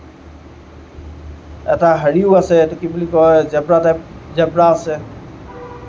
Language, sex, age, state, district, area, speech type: Assamese, male, 45-60, Assam, Lakhimpur, rural, spontaneous